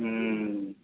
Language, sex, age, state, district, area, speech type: Maithili, male, 60+, Bihar, Madhubani, rural, conversation